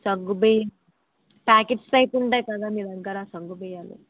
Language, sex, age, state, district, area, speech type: Telugu, female, 30-45, Andhra Pradesh, Kakinada, rural, conversation